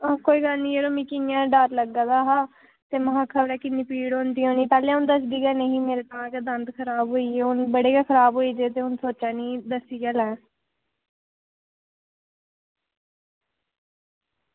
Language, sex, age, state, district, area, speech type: Dogri, female, 18-30, Jammu and Kashmir, Reasi, rural, conversation